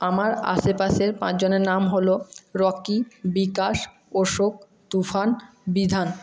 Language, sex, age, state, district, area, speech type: Bengali, male, 18-30, West Bengal, Jhargram, rural, spontaneous